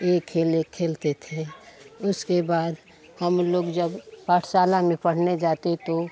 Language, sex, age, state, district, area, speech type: Hindi, female, 45-60, Uttar Pradesh, Chandauli, rural, spontaneous